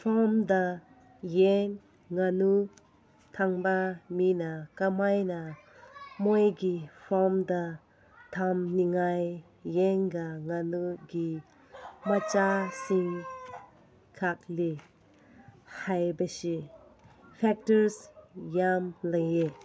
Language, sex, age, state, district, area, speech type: Manipuri, female, 30-45, Manipur, Senapati, rural, spontaneous